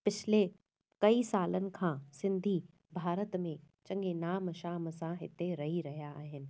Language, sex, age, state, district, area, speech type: Sindhi, female, 30-45, Gujarat, Surat, urban, spontaneous